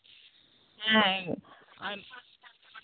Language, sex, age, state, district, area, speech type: Santali, female, 30-45, West Bengal, Jhargram, rural, conversation